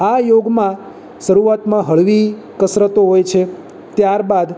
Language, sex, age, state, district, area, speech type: Gujarati, male, 30-45, Gujarat, Surat, urban, spontaneous